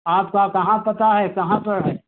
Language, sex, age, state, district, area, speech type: Hindi, male, 60+, Uttar Pradesh, Hardoi, rural, conversation